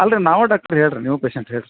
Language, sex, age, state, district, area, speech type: Kannada, male, 45-60, Karnataka, Dharwad, rural, conversation